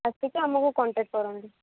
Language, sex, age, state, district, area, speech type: Odia, female, 18-30, Odisha, Ganjam, urban, conversation